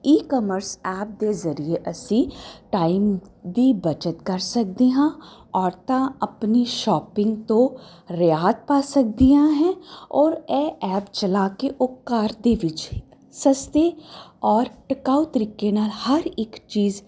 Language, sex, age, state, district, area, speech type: Punjabi, female, 30-45, Punjab, Jalandhar, urban, spontaneous